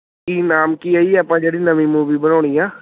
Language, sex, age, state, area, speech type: Punjabi, male, 18-30, Punjab, urban, conversation